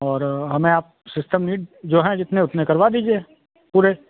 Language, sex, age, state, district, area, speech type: Hindi, male, 45-60, Uttar Pradesh, Sitapur, rural, conversation